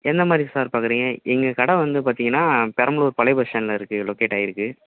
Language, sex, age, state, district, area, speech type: Tamil, male, 18-30, Tamil Nadu, Perambalur, urban, conversation